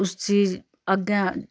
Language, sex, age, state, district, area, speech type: Dogri, female, 45-60, Jammu and Kashmir, Udhampur, rural, spontaneous